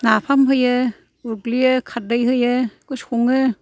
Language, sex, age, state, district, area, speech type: Bodo, female, 60+, Assam, Kokrajhar, rural, spontaneous